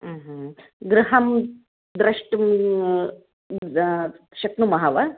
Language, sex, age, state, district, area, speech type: Sanskrit, female, 30-45, Karnataka, Shimoga, urban, conversation